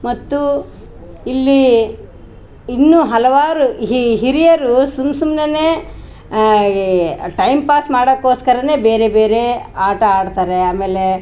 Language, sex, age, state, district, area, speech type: Kannada, female, 45-60, Karnataka, Vijayanagara, rural, spontaneous